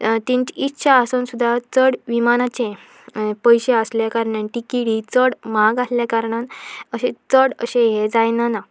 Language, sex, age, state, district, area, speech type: Goan Konkani, female, 18-30, Goa, Pernem, rural, spontaneous